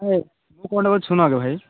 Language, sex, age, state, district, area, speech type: Odia, male, 18-30, Odisha, Malkangiri, urban, conversation